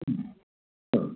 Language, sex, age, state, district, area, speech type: Malayalam, male, 60+, Kerala, Kottayam, rural, conversation